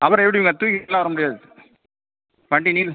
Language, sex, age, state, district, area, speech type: Tamil, male, 45-60, Tamil Nadu, Viluppuram, rural, conversation